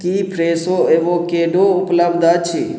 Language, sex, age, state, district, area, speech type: Maithili, male, 30-45, Bihar, Madhubani, rural, read